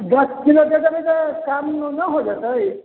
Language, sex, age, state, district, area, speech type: Maithili, male, 45-60, Bihar, Sitamarhi, rural, conversation